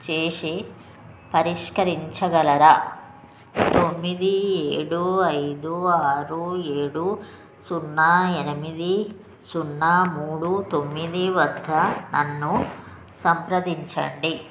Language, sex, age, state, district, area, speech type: Telugu, female, 30-45, Telangana, Jagtial, rural, read